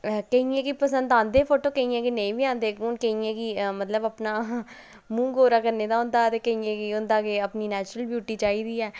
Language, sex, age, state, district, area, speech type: Dogri, female, 30-45, Jammu and Kashmir, Udhampur, urban, spontaneous